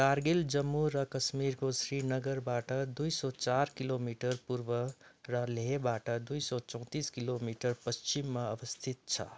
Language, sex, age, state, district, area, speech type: Nepali, male, 30-45, West Bengal, Darjeeling, rural, read